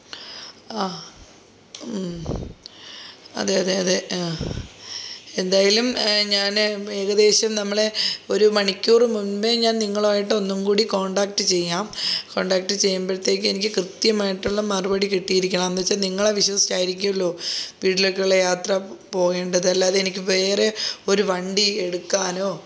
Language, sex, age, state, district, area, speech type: Malayalam, female, 30-45, Kerala, Thiruvananthapuram, rural, spontaneous